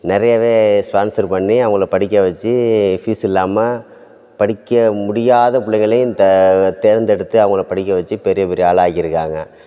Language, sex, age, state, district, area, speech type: Tamil, male, 30-45, Tamil Nadu, Thanjavur, rural, spontaneous